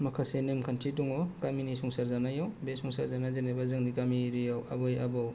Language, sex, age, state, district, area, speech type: Bodo, male, 30-45, Assam, Kokrajhar, rural, spontaneous